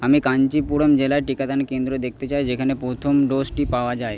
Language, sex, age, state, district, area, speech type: Bengali, male, 30-45, West Bengal, Purba Bardhaman, rural, read